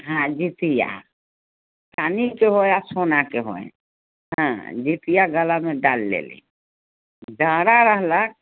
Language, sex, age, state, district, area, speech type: Maithili, female, 60+, Bihar, Sitamarhi, rural, conversation